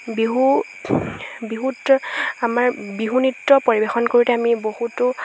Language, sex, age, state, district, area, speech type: Assamese, female, 18-30, Assam, Lakhimpur, rural, spontaneous